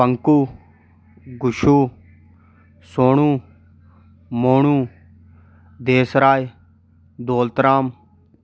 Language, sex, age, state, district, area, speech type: Dogri, male, 18-30, Jammu and Kashmir, Reasi, rural, spontaneous